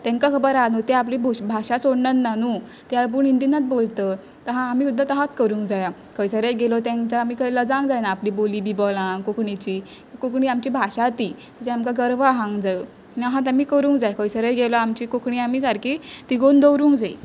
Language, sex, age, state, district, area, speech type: Goan Konkani, female, 18-30, Goa, Pernem, rural, spontaneous